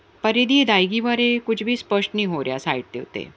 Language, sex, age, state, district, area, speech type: Punjabi, female, 45-60, Punjab, Ludhiana, urban, spontaneous